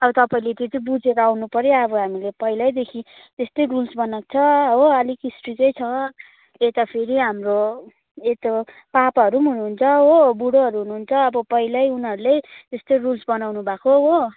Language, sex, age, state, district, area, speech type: Nepali, female, 18-30, West Bengal, Darjeeling, rural, conversation